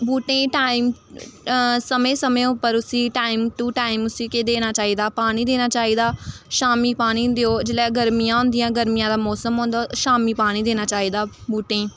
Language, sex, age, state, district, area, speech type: Dogri, female, 18-30, Jammu and Kashmir, Samba, rural, spontaneous